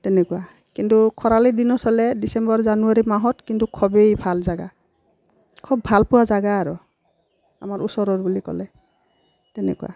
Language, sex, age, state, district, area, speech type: Assamese, female, 45-60, Assam, Udalguri, rural, spontaneous